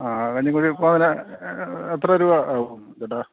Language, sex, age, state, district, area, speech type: Malayalam, male, 45-60, Kerala, Kottayam, rural, conversation